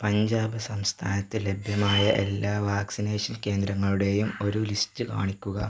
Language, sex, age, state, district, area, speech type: Malayalam, male, 30-45, Kerala, Malappuram, rural, read